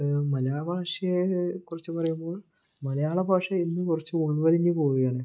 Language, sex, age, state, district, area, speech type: Malayalam, male, 18-30, Kerala, Kannur, urban, spontaneous